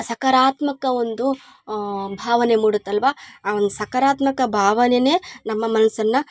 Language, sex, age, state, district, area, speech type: Kannada, female, 30-45, Karnataka, Chikkamagaluru, rural, spontaneous